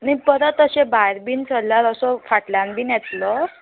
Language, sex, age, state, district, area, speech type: Goan Konkani, female, 18-30, Goa, Murmgao, rural, conversation